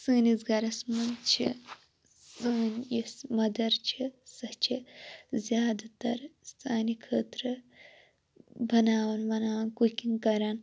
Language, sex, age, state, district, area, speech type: Kashmiri, female, 18-30, Jammu and Kashmir, Shopian, rural, spontaneous